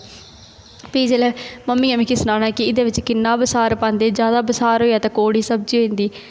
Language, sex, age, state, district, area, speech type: Dogri, female, 18-30, Jammu and Kashmir, Kathua, rural, spontaneous